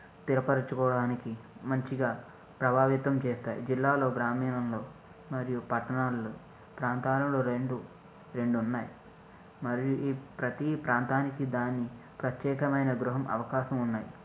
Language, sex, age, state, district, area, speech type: Telugu, male, 45-60, Andhra Pradesh, East Godavari, urban, spontaneous